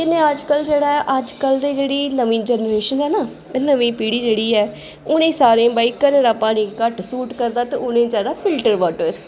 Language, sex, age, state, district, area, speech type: Dogri, female, 30-45, Jammu and Kashmir, Jammu, urban, spontaneous